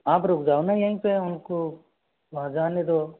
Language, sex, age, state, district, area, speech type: Hindi, male, 45-60, Rajasthan, Karauli, rural, conversation